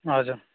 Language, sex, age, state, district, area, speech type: Nepali, male, 18-30, West Bengal, Darjeeling, rural, conversation